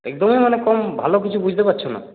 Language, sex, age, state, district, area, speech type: Bengali, male, 30-45, West Bengal, Purulia, rural, conversation